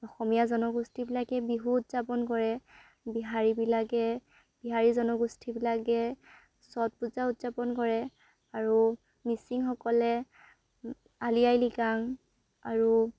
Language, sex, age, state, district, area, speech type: Assamese, female, 18-30, Assam, Dhemaji, rural, spontaneous